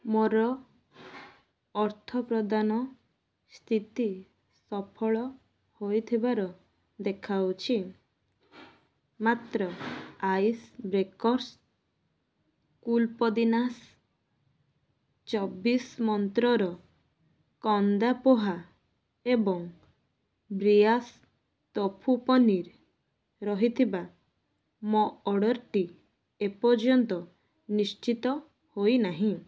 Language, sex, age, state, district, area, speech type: Odia, female, 18-30, Odisha, Balasore, rural, read